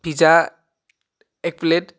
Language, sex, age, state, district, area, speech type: Assamese, male, 18-30, Assam, Biswanath, rural, spontaneous